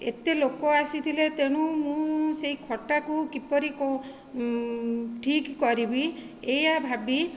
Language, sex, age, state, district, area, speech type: Odia, female, 45-60, Odisha, Dhenkanal, rural, spontaneous